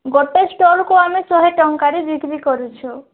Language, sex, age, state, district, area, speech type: Odia, female, 45-60, Odisha, Nabarangpur, rural, conversation